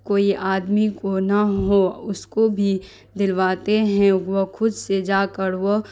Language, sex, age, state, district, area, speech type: Urdu, female, 30-45, Bihar, Darbhanga, rural, spontaneous